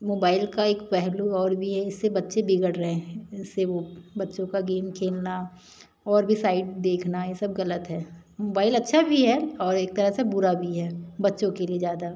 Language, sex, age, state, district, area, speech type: Hindi, female, 45-60, Madhya Pradesh, Jabalpur, urban, spontaneous